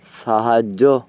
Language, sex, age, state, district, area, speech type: Bengali, male, 18-30, West Bengal, North 24 Parganas, rural, read